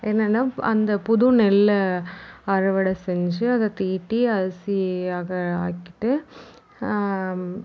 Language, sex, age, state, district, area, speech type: Tamil, female, 18-30, Tamil Nadu, Tiruvarur, rural, spontaneous